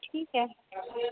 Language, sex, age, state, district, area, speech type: Urdu, female, 30-45, Uttar Pradesh, Mau, urban, conversation